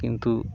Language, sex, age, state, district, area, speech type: Bengali, male, 30-45, West Bengal, Birbhum, urban, spontaneous